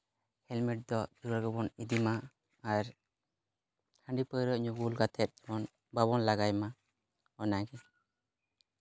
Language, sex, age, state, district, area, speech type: Santali, male, 18-30, West Bengal, Jhargram, rural, spontaneous